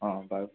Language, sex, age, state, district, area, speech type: Assamese, male, 45-60, Assam, Charaideo, rural, conversation